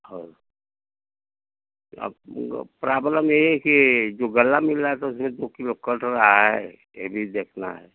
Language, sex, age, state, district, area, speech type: Hindi, male, 60+, Uttar Pradesh, Mau, rural, conversation